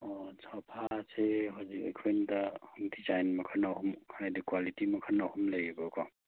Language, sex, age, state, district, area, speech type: Manipuri, male, 30-45, Manipur, Kakching, rural, conversation